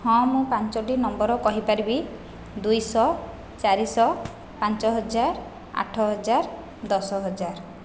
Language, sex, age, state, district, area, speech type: Odia, female, 30-45, Odisha, Khordha, rural, spontaneous